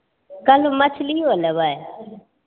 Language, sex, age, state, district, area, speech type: Maithili, female, 30-45, Bihar, Begusarai, urban, conversation